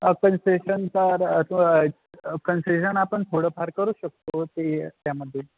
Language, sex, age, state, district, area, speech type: Marathi, male, 18-30, Maharashtra, Ahmednagar, rural, conversation